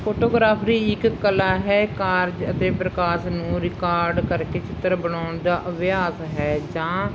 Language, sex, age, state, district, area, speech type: Punjabi, female, 30-45, Punjab, Mansa, rural, spontaneous